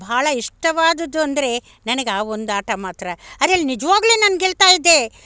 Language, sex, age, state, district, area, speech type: Kannada, female, 60+, Karnataka, Bangalore Rural, rural, spontaneous